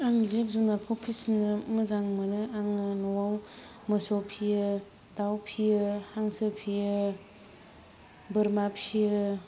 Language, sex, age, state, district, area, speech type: Bodo, female, 30-45, Assam, Kokrajhar, rural, spontaneous